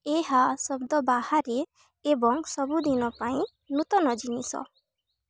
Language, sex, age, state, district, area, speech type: Odia, female, 18-30, Odisha, Balangir, urban, read